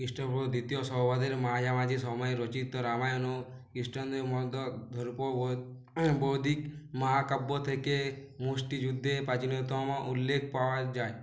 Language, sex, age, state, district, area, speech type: Bengali, male, 18-30, West Bengal, Uttar Dinajpur, urban, read